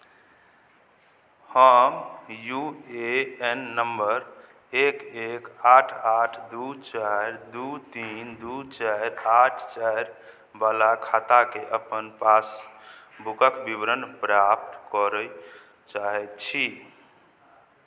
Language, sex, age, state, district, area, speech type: Maithili, male, 45-60, Bihar, Madhubani, rural, read